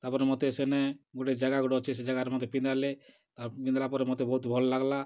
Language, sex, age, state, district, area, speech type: Odia, male, 45-60, Odisha, Kalahandi, rural, spontaneous